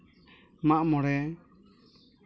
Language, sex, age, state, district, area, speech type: Santali, male, 18-30, West Bengal, Malda, rural, spontaneous